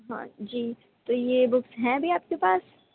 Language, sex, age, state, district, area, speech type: Urdu, female, 18-30, Delhi, North East Delhi, urban, conversation